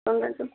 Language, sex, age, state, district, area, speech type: Odia, female, 18-30, Odisha, Dhenkanal, rural, conversation